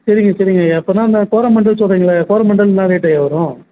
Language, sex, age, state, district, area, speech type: Tamil, male, 18-30, Tamil Nadu, Kallakurichi, rural, conversation